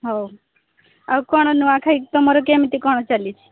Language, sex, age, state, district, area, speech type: Odia, female, 30-45, Odisha, Sambalpur, rural, conversation